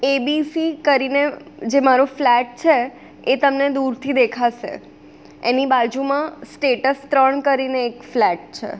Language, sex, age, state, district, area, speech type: Gujarati, female, 18-30, Gujarat, Surat, urban, spontaneous